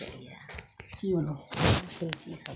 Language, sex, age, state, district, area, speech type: Maithili, female, 45-60, Bihar, Araria, rural, spontaneous